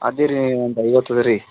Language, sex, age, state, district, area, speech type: Kannada, male, 45-60, Karnataka, Gulbarga, urban, conversation